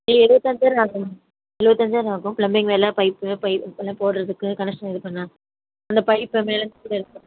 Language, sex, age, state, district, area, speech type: Tamil, female, 45-60, Tamil Nadu, Kanchipuram, urban, conversation